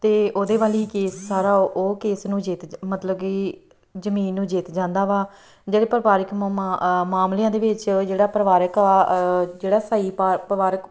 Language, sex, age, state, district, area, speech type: Punjabi, female, 30-45, Punjab, Tarn Taran, rural, spontaneous